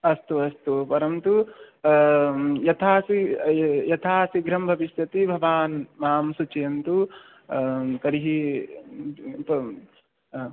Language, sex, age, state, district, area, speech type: Sanskrit, male, 18-30, Odisha, Khordha, rural, conversation